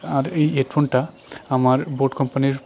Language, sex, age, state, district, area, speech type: Bengali, male, 18-30, West Bengal, Jalpaiguri, rural, spontaneous